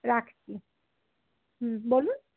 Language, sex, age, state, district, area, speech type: Bengali, female, 60+, West Bengal, Paschim Bardhaman, urban, conversation